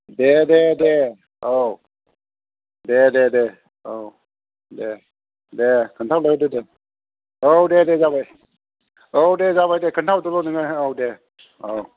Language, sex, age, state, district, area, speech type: Bodo, male, 45-60, Assam, Kokrajhar, rural, conversation